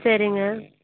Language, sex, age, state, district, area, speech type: Tamil, female, 30-45, Tamil Nadu, Erode, rural, conversation